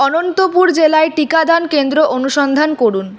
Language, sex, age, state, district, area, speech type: Bengali, female, 30-45, West Bengal, Paschim Bardhaman, urban, read